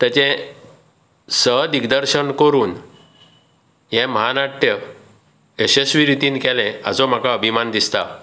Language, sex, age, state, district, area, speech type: Goan Konkani, male, 60+, Goa, Bardez, rural, spontaneous